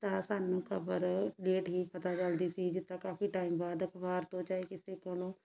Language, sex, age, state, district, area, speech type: Punjabi, female, 60+, Punjab, Shaheed Bhagat Singh Nagar, rural, spontaneous